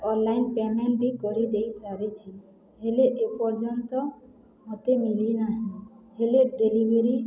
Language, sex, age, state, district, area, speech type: Odia, female, 18-30, Odisha, Balangir, urban, spontaneous